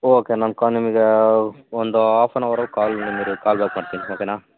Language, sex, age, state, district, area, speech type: Kannada, male, 18-30, Karnataka, Shimoga, urban, conversation